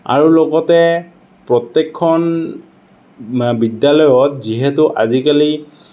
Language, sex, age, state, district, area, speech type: Assamese, male, 60+, Assam, Morigaon, rural, spontaneous